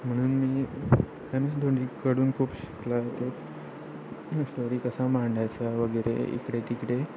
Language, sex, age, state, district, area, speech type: Marathi, male, 18-30, Maharashtra, Ratnagiri, rural, spontaneous